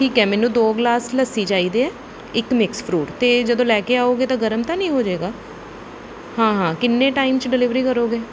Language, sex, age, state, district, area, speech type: Punjabi, female, 30-45, Punjab, Bathinda, urban, spontaneous